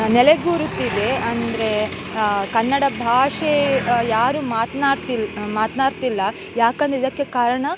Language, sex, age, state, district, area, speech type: Kannada, female, 18-30, Karnataka, Dakshina Kannada, rural, spontaneous